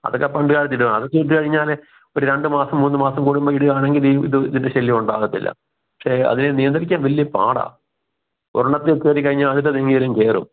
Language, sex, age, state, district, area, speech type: Malayalam, male, 60+, Kerala, Kottayam, rural, conversation